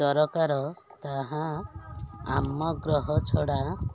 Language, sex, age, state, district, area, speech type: Odia, female, 45-60, Odisha, Kendujhar, urban, spontaneous